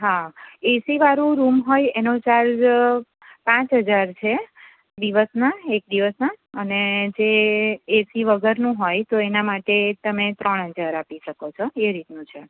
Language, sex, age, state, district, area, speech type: Gujarati, female, 30-45, Gujarat, Anand, urban, conversation